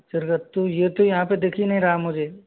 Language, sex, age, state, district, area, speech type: Hindi, male, 18-30, Rajasthan, Karauli, rural, conversation